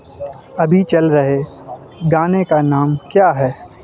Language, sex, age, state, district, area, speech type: Urdu, male, 18-30, Uttar Pradesh, Shahjahanpur, urban, read